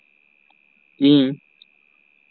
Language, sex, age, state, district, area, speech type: Santali, male, 18-30, West Bengal, Bankura, rural, spontaneous